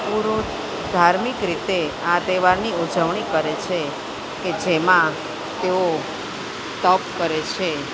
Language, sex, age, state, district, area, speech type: Gujarati, female, 45-60, Gujarat, Junagadh, urban, spontaneous